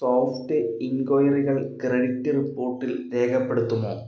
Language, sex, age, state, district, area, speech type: Malayalam, male, 45-60, Kerala, Palakkad, urban, read